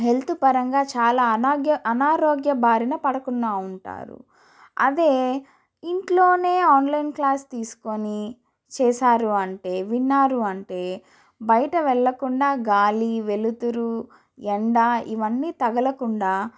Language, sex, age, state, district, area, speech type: Telugu, female, 30-45, Andhra Pradesh, Chittoor, urban, spontaneous